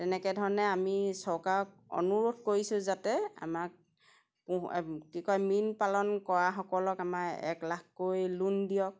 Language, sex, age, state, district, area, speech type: Assamese, female, 45-60, Assam, Golaghat, rural, spontaneous